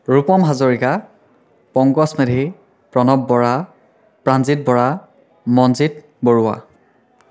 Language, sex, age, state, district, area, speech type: Assamese, male, 18-30, Assam, Biswanath, rural, spontaneous